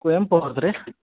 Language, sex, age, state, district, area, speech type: Kannada, male, 45-60, Karnataka, Belgaum, rural, conversation